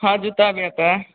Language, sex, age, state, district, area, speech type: Hindi, male, 30-45, Bihar, Madhepura, rural, conversation